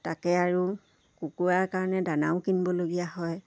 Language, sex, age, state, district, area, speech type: Assamese, female, 45-60, Assam, Dibrugarh, rural, spontaneous